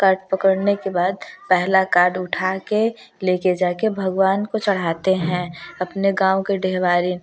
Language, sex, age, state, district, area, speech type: Hindi, female, 18-30, Uttar Pradesh, Prayagraj, rural, spontaneous